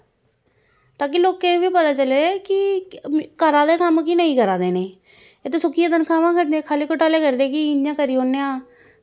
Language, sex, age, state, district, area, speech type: Dogri, female, 30-45, Jammu and Kashmir, Jammu, urban, spontaneous